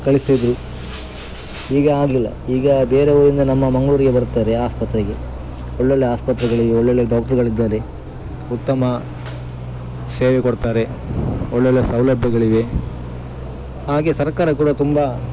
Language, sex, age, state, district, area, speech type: Kannada, male, 30-45, Karnataka, Dakshina Kannada, rural, spontaneous